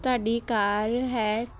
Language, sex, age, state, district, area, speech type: Punjabi, female, 18-30, Punjab, Shaheed Bhagat Singh Nagar, urban, spontaneous